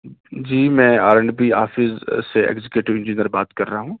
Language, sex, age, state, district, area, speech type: Urdu, male, 18-30, Jammu and Kashmir, Srinagar, rural, conversation